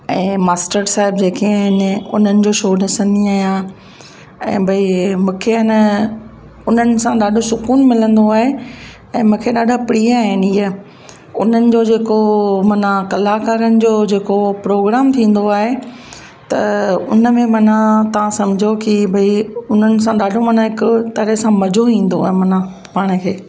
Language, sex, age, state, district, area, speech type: Sindhi, female, 45-60, Gujarat, Kutch, rural, spontaneous